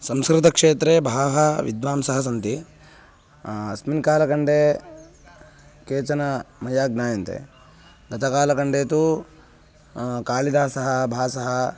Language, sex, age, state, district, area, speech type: Sanskrit, male, 18-30, Karnataka, Bangalore Rural, urban, spontaneous